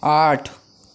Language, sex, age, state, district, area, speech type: Hindi, male, 18-30, Uttar Pradesh, Pratapgarh, rural, read